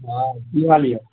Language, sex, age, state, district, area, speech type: Maithili, male, 60+, Bihar, Purnia, urban, conversation